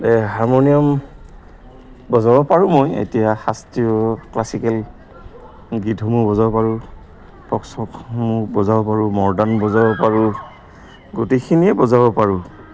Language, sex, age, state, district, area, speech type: Assamese, male, 60+, Assam, Goalpara, urban, spontaneous